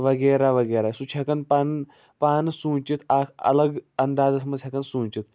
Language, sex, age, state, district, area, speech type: Kashmiri, male, 45-60, Jammu and Kashmir, Budgam, rural, spontaneous